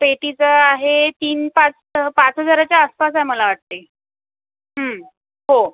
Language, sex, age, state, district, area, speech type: Marathi, female, 18-30, Maharashtra, Amravati, urban, conversation